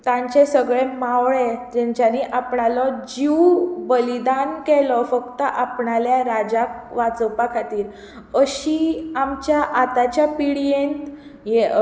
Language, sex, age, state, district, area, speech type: Goan Konkani, female, 18-30, Goa, Tiswadi, rural, spontaneous